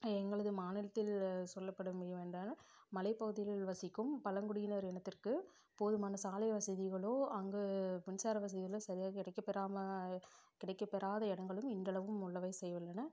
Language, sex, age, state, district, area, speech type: Tamil, female, 18-30, Tamil Nadu, Namakkal, rural, spontaneous